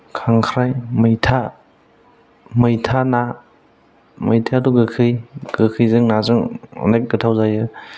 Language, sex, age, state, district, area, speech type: Bodo, male, 18-30, Assam, Kokrajhar, rural, spontaneous